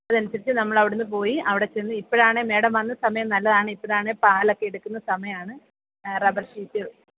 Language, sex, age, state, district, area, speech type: Malayalam, female, 30-45, Kerala, Kottayam, urban, conversation